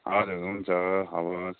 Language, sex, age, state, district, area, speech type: Nepali, male, 45-60, West Bengal, Kalimpong, rural, conversation